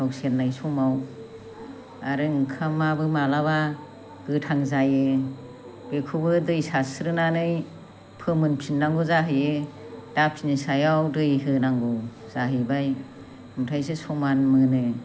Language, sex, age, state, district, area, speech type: Bodo, female, 45-60, Assam, Chirang, rural, spontaneous